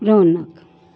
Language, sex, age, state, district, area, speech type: Maithili, female, 30-45, Bihar, Darbhanga, urban, spontaneous